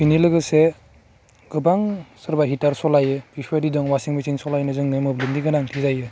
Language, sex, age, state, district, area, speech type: Bodo, male, 18-30, Assam, Udalguri, urban, spontaneous